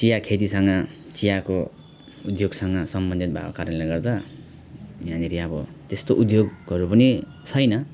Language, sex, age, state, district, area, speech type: Nepali, male, 30-45, West Bengal, Alipurduar, urban, spontaneous